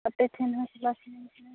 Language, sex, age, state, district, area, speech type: Santali, female, 30-45, Jharkhand, Seraikela Kharsawan, rural, conversation